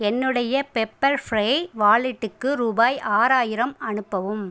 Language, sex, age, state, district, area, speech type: Tamil, female, 30-45, Tamil Nadu, Pudukkottai, rural, read